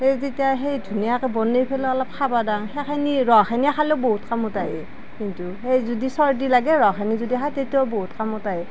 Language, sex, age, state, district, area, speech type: Assamese, female, 45-60, Assam, Nalbari, rural, spontaneous